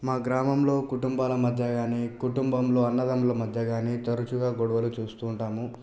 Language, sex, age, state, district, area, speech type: Telugu, male, 30-45, Telangana, Hyderabad, rural, spontaneous